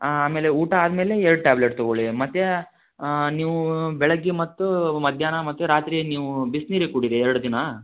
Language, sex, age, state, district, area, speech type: Kannada, male, 18-30, Karnataka, Tumkur, rural, conversation